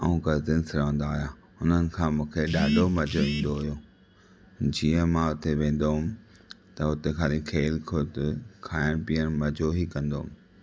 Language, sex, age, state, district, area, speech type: Sindhi, male, 30-45, Maharashtra, Thane, urban, spontaneous